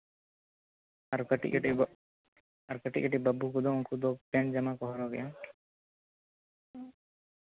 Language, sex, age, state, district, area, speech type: Santali, male, 18-30, West Bengal, Bankura, rural, conversation